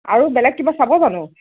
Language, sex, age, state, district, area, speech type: Assamese, female, 30-45, Assam, Nagaon, rural, conversation